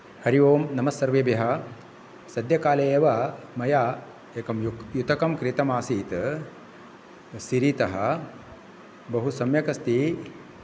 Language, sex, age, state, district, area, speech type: Sanskrit, male, 45-60, Kerala, Kasaragod, urban, spontaneous